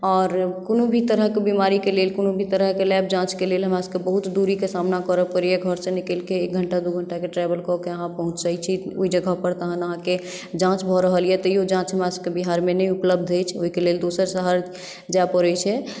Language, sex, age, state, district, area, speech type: Maithili, female, 30-45, Bihar, Madhubani, rural, spontaneous